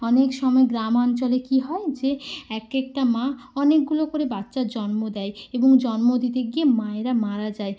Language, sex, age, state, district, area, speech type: Bengali, female, 18-30, West Bengal, Bankura, urban, spontaneous